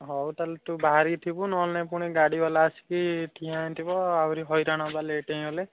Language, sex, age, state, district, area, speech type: Odia, male, 18-30, Odisha, Puri, urban, conversation